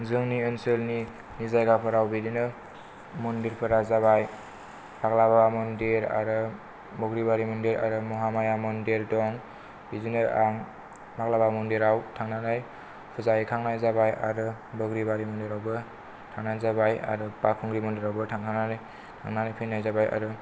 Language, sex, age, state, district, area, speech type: Bodo, male, 18-30, Assam, Kokrajhar, rural, spontaneous